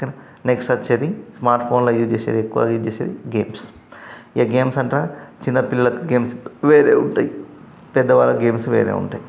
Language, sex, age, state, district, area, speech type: Telugu, male, 30-45, Telangana, Karimnagar, rural, spontaneous